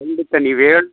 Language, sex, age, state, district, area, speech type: Kannada, male, 45-60, Karnataka, Chikkaballapur, urban, conversation